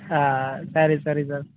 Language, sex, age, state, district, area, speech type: Kannada, male, 18-30, Karnataka, Mysore, rural, conversation